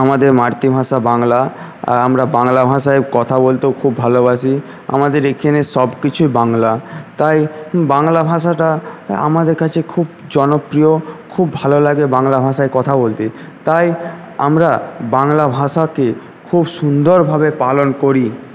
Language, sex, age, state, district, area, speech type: Bengali, male, 45-60, West Bengal, Paschim Medinipur, rural, spontaneous